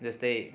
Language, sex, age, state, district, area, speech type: Nepali, male, 45-60, West Bengal, Darjeeling, urban, spontaneous